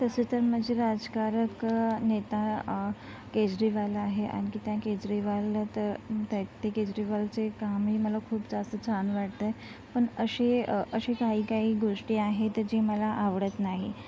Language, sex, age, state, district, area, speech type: Marathi, female, 45-60, Maharashtra, Nagpur, rural, spontaneous